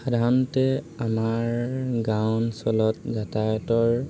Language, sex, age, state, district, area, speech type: Assamese, male, 18-30, Assam, Sivasagar, urban, spontaneous